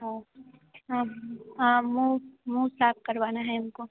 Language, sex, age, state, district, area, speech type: Hindi, female, 18-30, Bihar, Darbhanga, rural, conversation